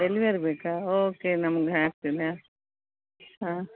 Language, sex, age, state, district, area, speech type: Kannada, female, 60+, Karnataka, Udupi, rural, conversation